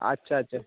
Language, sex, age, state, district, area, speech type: Bengali, male, 30-45, West Bengal, Howrah, urban, conversation